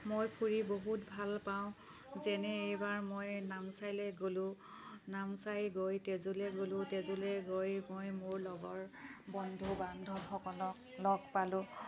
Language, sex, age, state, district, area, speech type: Assamese, female, 30-45, Assam, Kamrup Metropolitan, urban, spontaneous